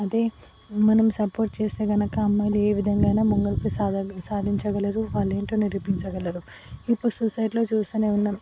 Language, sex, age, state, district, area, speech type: Telugu, female, 18-30, Telangana, Vikarabad, rural, spontaneous